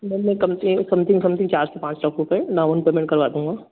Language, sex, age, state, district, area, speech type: Hindi, male, 18-30, Madhya Pradesh, Ujjain, rural, conversation